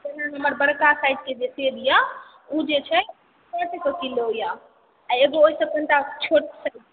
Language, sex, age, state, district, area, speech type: Maithili, female, 18-30, Bihar, Supaul, rural, conversation